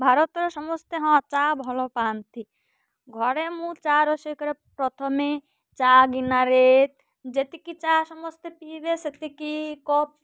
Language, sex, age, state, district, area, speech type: Odia, female, 30-45, Odisha, Malkangiri, urban, spontaneous